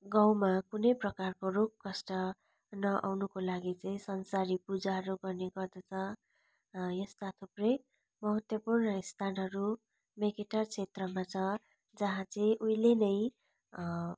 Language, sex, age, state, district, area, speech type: Nepali, female, 30-45, West Bengal, Darjeeling, rural, spontaneous